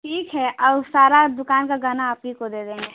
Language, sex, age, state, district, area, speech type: Hindi, female, 18-30, Uttar Pradesh, Chandauli, rural, conversation